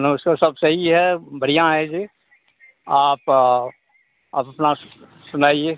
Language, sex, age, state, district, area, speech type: Hindi, male, 45-60, Bihar, Madhepura, rural, conversation